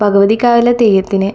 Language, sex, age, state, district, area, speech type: Malayalam, female, 18-30, Kerala, Kannur, rural, spontaneous